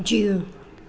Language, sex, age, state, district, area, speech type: Sindhi, female, 45-60, Maharashtra, Mumbai Suburban, urban, read